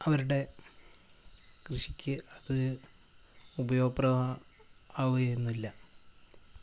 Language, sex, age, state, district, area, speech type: Malayalam, male, 18-30, Kerala, Wayanad, rural, spontaneous